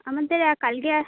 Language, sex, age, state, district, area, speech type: Bengali, female, 18-30, West Bengal, Jhargram, rural, conversation